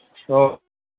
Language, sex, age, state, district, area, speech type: Urdu, male, 18-30, Bihar, Purnia, rural, conversation